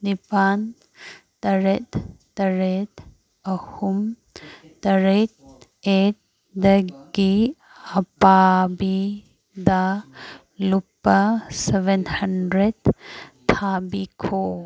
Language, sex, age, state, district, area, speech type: Manipuri, female, 18-30, Manipur, Kangpokpi, urban, read